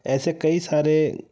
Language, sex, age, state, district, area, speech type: Hindi, male, 30-45, Madhya Pradesh, Betul, urban, spontaneous